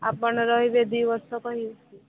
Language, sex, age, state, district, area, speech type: Odia, female, 30-45, Odisha, Subarnapur, urban, conversation